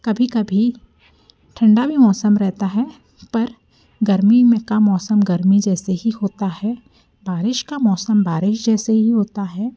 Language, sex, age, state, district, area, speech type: Hindi, female, 30-45, Madhya Pradesh, Jabalpur, urban, spontaneous